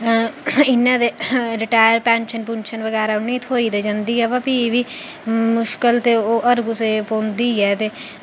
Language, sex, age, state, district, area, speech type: Dogri, female, 30-45, Jammu and Kashmir, Udhampur, urban, spontaneous